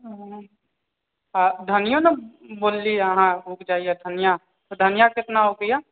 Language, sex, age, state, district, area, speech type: Maithili, male, 18-30, Bihar, Sitamarhi, urban, conversation